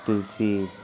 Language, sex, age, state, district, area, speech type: Goan Konkani, male, 18-30, Goa, Salcete, rural, spontaneous